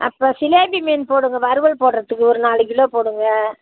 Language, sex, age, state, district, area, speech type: Tamil, female, 60+, Tamil Nadu, Tiruppur, rural, conversation